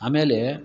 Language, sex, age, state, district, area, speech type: Kannada, male, 45-60, Karnataka, Dharwad, rural, spontaneous